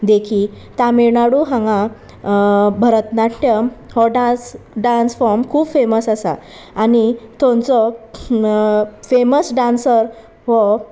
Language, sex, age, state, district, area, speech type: Goan Konkani, female, 30-45, Goa, Sanguem, rural, spontaneous